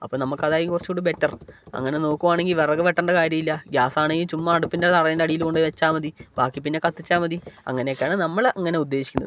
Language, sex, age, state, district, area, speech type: Malayalam, male, 18-30, Kerala, Wayanad, rural, spontaneous